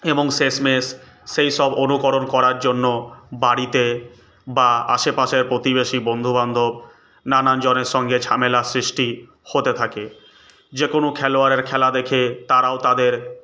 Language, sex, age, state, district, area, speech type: Bengali, male, 18-30, West Bengal, Purulia, urban, spontaneous